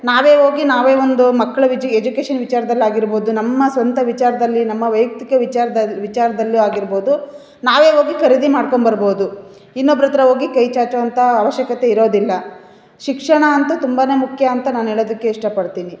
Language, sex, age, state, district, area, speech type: Kannada, female, 45-60, Karnataka, Chitradurga, urban, spontaneous